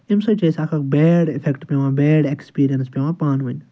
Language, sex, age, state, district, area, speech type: Kashmiri, male, 30-45, Jammu and Kashmir, Ganderbal, rural, spontaneous